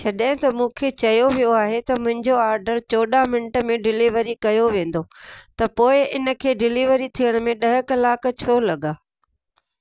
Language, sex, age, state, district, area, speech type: Sindhi, female, 60+, Gujarat, Kutch, urban, read